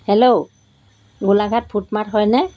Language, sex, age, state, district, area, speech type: Assamese, female, 45-60, Assam, Golaghat, urban, spontaneous